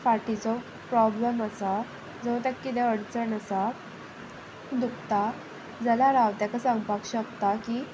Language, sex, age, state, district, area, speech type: Goan Konkani, female, 18-30, Goa, Sanguem, rural, spontaneous